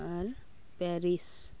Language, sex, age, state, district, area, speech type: Santali, female, 30-45, West Bengal, Birbhum, rural, spontaneous